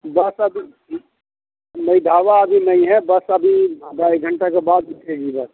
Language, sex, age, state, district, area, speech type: Urdu, male, 45-60, Bihar, Khagaria, rural, conversation